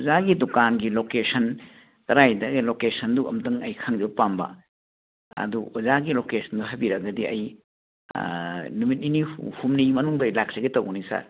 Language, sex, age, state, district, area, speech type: Manipuri, male, 60+, Manipur, Churachandpur, urban, conversation